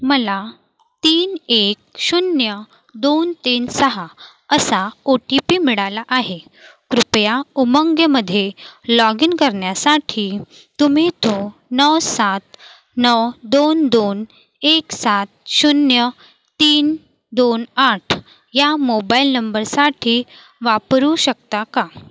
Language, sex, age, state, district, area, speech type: Marathi, female, 18-30, Maharashtra, Nagpur, urban, read